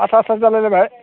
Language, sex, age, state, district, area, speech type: Bodo, male, 60+, Assam, Udalguri, rural, conversation